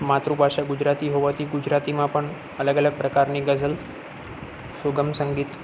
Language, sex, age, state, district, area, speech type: Gujarati, male, 30-45, Gujarat, Junagadh, urban, spontaneous